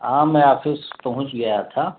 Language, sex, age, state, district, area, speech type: Urdu, male, 30-45, Delhi, New Delhi, urban, conversation